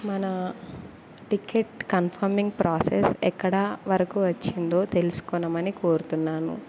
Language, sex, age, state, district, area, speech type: Telugu, female, 18-30, Andhra Pradesh, Kurnool, rural, spontaneous